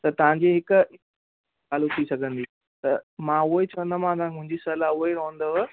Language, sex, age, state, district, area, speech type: Sindhi, male, 18-30, Gujarat, Kutch, urban, conversation